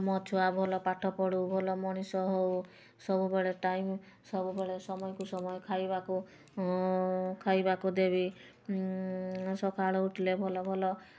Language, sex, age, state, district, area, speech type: Odia, female, 45-60, Odisha, Mayurbhanj, rural, spontaneous